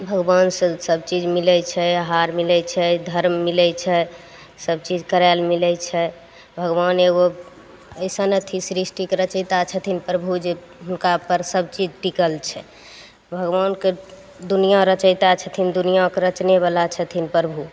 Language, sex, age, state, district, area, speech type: Maithili, female, 30-45, Bihar, Begusarai, urban, spontaneous